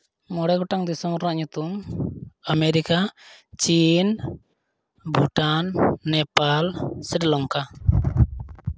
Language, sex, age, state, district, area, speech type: Santali, male, 30-45, Jharkhand, East Singhbhum, rural, spontaneous